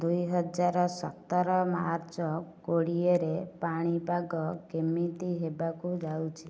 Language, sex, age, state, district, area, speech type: Odia, female, 30-45, Odisha, Nayagarh, rural, read